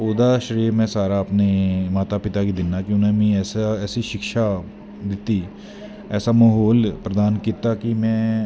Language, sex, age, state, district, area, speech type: Dogri, male, 30-45, Jammu and Kashmir, Udhampur, rural, spontaneous